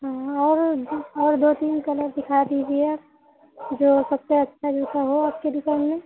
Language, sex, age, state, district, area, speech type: Hindi, female, 45-60, Uttar Pradesh, Sitapur, rural, conversation